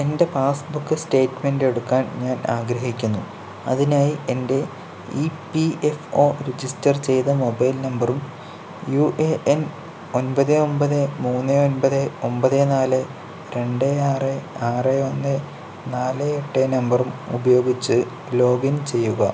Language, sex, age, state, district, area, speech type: Malayalam, male, 30-45, Kerala, Palakkad, urban, read